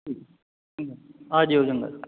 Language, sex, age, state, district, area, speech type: Punjabi, male, 30-45, Punjab, Fatehgarh Sahib, rural, conversation